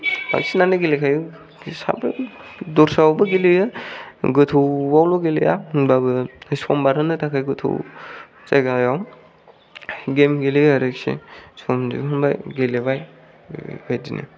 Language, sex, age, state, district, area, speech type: Bodo, male, 18-30, Assam, Kokrajhar, rural, spontaneous